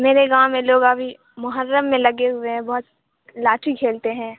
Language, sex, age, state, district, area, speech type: Urdu, female, 18-30, Bihar, Supaul, rural, conversation